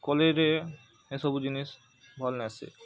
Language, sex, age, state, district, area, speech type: Odia, male, 18-30, Odisha, Bargarh, urban, spontaneous